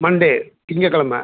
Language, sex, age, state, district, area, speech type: Tamil, male, 60+, Tamil Nadu, Sivaganga, rural, conversation